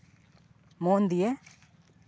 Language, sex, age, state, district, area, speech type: Santali, male, 18-30, West Bengal, Purba Bardhaman, rural, spontaneous